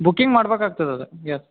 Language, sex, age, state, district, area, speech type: Kannada, male, 18-30, Karnataka, Uttara Kannada, rural, conversation